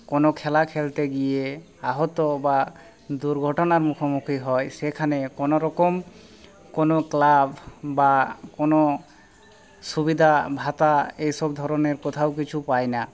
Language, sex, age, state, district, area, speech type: Bengali, male, 45-60, West Bengal, Jhargram, rural, spontaneous